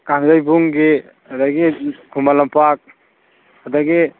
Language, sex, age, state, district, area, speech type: Manipuri, male, 30-45, Manipur, Churachandpur, rural, conversation